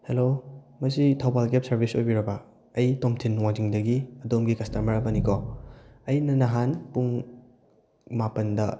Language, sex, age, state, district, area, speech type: Manipuri, male, 18-30, Manipur, Thoubal, rural, spontaneous